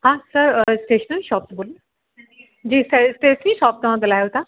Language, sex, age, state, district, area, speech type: Sindhi, female, 45-60, Uttar Pradesh, Lucknow, urban, conversation